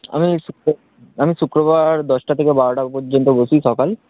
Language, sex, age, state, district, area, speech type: Bengali, male, 18-30, West Bengal, Darjeeling, urban, conversation